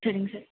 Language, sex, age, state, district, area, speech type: Tamil, female, 30-45, Tamil Nadu, Nilgiris, rural, conversation